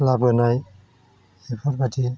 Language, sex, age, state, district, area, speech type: Bodo, male, 60+, Assam, Chirang, rural, spontaneous